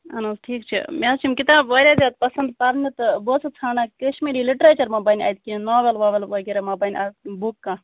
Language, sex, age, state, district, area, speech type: Kashmiri, female, 18-30, Jammu and Kashmir, Budgam, rural, conversation